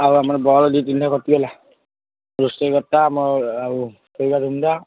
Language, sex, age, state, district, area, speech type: Odia, male, 18-30, Odisha, Kendujhar, urban, conversation